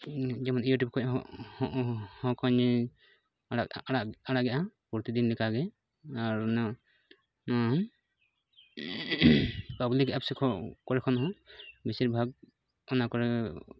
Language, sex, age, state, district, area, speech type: Santali, male, 30-45, West Bengal, Purulia, rural, spontaneous